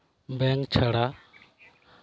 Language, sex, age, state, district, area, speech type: Santali, male, 30-45, West Bengal, Birbhum, rural, spontaneous